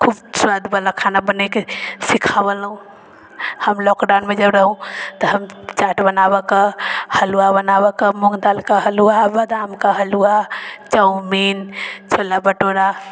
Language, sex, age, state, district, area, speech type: Maithili, female, 45-60, Bihar, Sitamarhi, rural, spontaneous